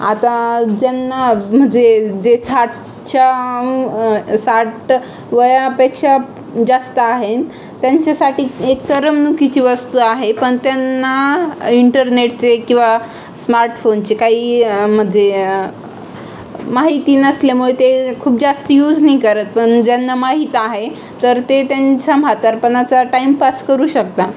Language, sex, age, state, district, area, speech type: Marathi, female, 18-30, Maharashtra, Aurangabad, rural, spontaneous